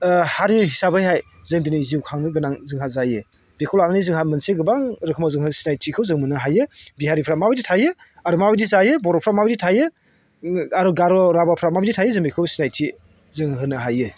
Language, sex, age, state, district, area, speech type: Bodo, male, 45-60, Assam, Chirang, rural, spontaneous